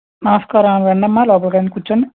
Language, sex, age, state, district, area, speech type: Telugu, male, 60+, Andhra Pradesh, East Godavari, rural, conversation